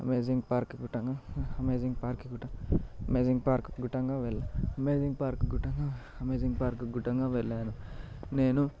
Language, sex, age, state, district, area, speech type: Telugu, male, 18-30, Telangana, Vikarabad, urban, spontaneous